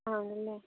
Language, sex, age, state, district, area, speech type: Malayalam, other, 18-30, Kerala, Kozhikode, urban, conversation